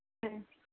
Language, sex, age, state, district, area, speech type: Punjabi, female, 45-60, Punjab, Mohali, rural, conversation